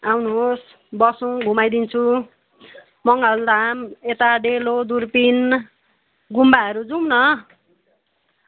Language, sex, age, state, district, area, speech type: Nepali, female, 60+, West Bengal, Kalimpong, rural, conversation